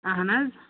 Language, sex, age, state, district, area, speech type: Kashmiri, female, 30-45, Jammu and Kashmir, Anantnag, rural, conversation